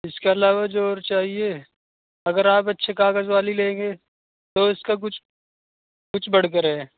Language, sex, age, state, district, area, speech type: Urdu, male, 18-30, Uttar Pradesh, Saharanpur, urban, conversation